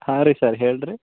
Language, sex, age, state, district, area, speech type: Kannada, male, 18-30, Karnataka, Gulbarga, rural, conversation